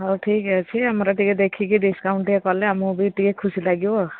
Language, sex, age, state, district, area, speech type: Odia, female, 60+, Odisha, Gajapati, rural, conversation